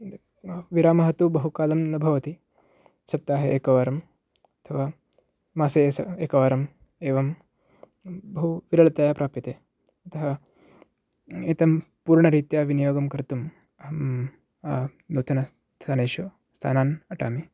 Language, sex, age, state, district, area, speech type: Sanskrit, male, 18-30, Karnataka, Uttara Kannada, urban, spontaneous